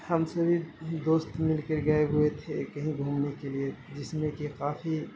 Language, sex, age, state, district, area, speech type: Urdu, male, 18-30, Bihar, Saharsa, rural, spontaneous